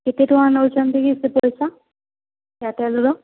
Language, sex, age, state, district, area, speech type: Odia, female, 45-60, Odisha, Boudh, rural, conversation